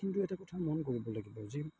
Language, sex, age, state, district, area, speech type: Assamese, male, 30-45, Assam, Majuli, urban, spontaneous